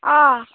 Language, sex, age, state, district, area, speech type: Bodo, female, 18-30, Assam, Baksa, rural, conversation